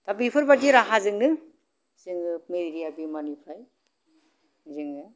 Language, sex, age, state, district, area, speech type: Bodo, male, 45-60, Assam, Kokrajhar, urban, spontaneous